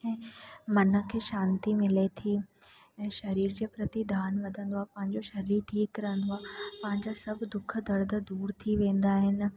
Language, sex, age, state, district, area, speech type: Sindhi, female, 18-30, Rajasthan, Ajmer, urban, spontaneous